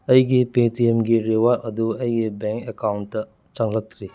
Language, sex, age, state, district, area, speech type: Manipuri, male, 30-45, Manipur, Churachandpur, rural, read